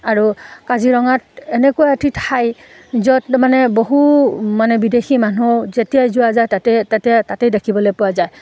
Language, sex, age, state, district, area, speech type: Assamese, female, 30-45, Assam, Udalguri, rural, spontaneous